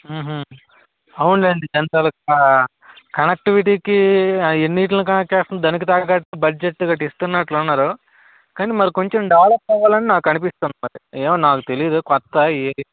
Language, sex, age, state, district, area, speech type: Telugu, male, 18-30, Andhra Pradesh, Vizianagaram, rural, conversation